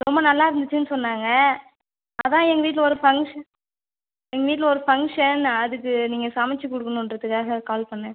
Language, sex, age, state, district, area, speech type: Tamil, female, 18-30, Tamil Nadu, Cuddalore, rural, conversation